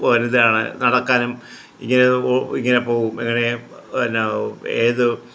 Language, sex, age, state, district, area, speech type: Malayalam, male, 60+, Kerala, Kottayam, rural, spontaneous